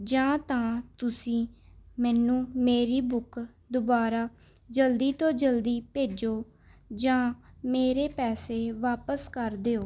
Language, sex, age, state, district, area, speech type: Punjabi, female, 18-30, Punjab, Mohali, urban, spontaneous